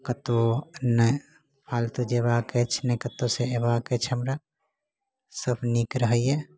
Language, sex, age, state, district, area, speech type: Maithili, male, 30-45, Bihar, Saharsa, rural, spontaneous